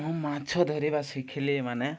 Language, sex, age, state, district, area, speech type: Odia, male, 18-30, Odisha, Koraput, urban, spontaneous